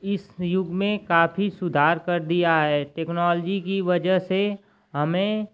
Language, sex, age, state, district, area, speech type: Hindi, male, 18-30, Uttar Pradesh, Ghazipur, rural, spontaneous